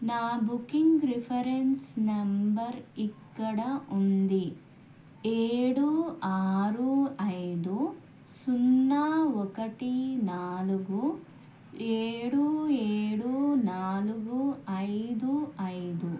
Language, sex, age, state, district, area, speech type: Telugu, female, 30-45, Andhra Pradesh, Krishna, urban, read